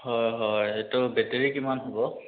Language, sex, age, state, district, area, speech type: Assamese, male, 30-45, Assam, Majuli, urban, conversation